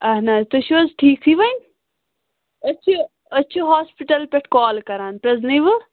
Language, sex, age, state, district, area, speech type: Kashmiri, female, 18-30, Jammu and Kashmir, Pulwama, rural, conversation